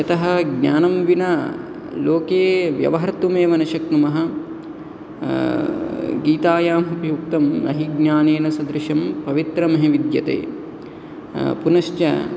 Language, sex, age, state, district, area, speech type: Sanskrit, male, 18-30, Andhra Pradesh, Guntur, urban, spontaneous